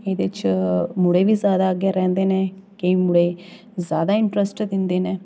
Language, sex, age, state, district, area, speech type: Dogri, female, 18-30, Jammu and Kashmir, Jammu, rural, spontaneous